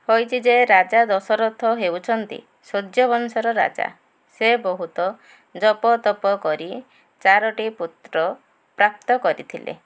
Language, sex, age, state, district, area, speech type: Odia, female, 45-60, Odisha, Ganjam, urban, spontaneous